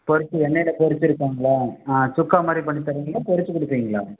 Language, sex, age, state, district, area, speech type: Tamil, male, 45-60, Tamil Nadu, Pudukkottai, rural, conversation